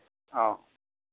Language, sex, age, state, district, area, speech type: Bodo, male, 45-60, Assam, Kokrajhar, rural, conversation